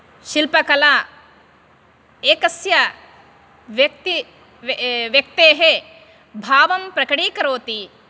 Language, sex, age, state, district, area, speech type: Sanskrit, female, 30-45, Karnataka, Dakshina Kannada, rural, spontaneous